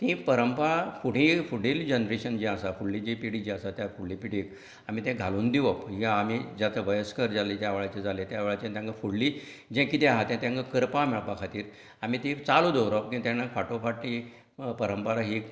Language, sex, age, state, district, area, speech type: Goan Konkani, male, 60+, Goa, Canacona, rural, spontaneous